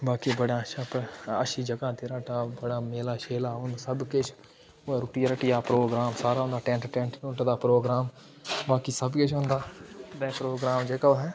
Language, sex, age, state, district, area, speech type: Dogri, male, 18-30, Jammu and Kashmir, Udhampur, rural, spontaneous